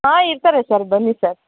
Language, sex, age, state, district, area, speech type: Kannada, female, 18-30, Karnataka, Kolar, rural, conversation